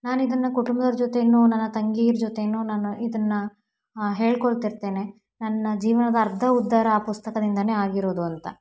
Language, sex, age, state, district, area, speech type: Kannada, female, 18-30, Karnataka, Davanagere, rural, spontaneous